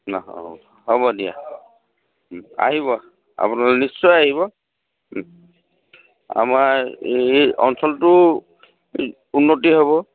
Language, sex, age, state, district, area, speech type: Assamese, male, 45-60, Assam, Dhemaji, rural, conversation